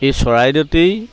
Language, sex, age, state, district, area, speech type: Assamese, male, 45-60, Assam, Charaideo, rural, spontaneous